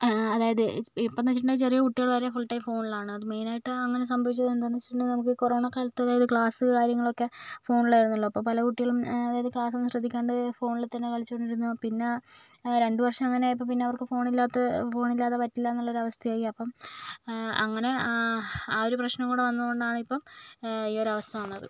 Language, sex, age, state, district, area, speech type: Malayalam, female, 60+, Kerala, Kozhikode, urban, spontaneous